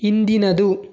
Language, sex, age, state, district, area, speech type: Kannada, male, 18-30, Karnataka, Tumkur, urban, read